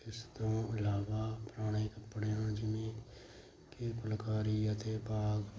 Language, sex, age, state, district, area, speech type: Punjabi, male, 45-60, Punjab, Hoshiarpur, rural, spontaneous